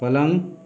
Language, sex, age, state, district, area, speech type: Hindi, male, 60+, Uttar Pradesh, Mau, rural, read